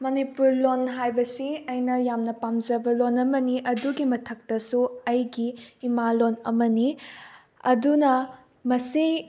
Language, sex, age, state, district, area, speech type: Manipuri, female, 18-30, Manipur, Bishnupur, rural, spontaneous